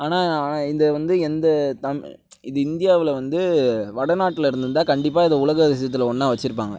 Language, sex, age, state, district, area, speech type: Tamil, male, 60+, Tamil Nadu, Mayiladuthurai, rural, spontaneous